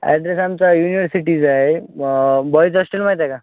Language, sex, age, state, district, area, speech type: Marathi, male, 18-30, Maharashtra, Nanded, rural, conversation